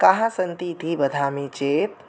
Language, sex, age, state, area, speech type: Sanskrit, male, 18-30, Tripura, rural, spontaneous